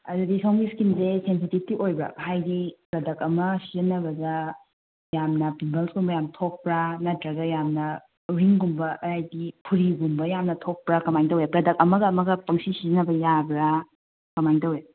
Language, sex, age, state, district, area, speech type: Manipuri, female, 30-45, Manipur, Kangpokpi, urban, conversation